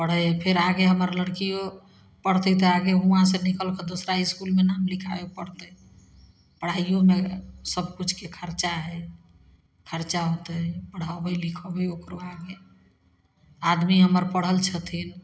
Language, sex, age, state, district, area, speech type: Maithili, female, 45-60, Bihar, Samastipur, rural, spontaneous